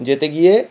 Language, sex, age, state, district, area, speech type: Bengali, male, 18-30, West Bengal, Howrah, urban, spontaneous